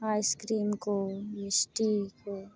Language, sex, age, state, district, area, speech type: Santali, female, 30-45, West Bengal, Paschim Bardhaman, urban, spontaneous